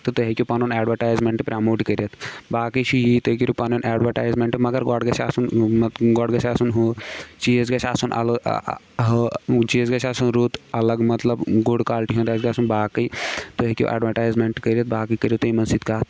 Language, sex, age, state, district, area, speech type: Kashmiri, male, 18-30, Jammu and Kashmir, Shopian, rural, spontaneous